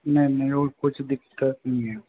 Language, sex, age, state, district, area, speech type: Hindi, male, 18-30, Rajasthan, Jaipur, urban, conversation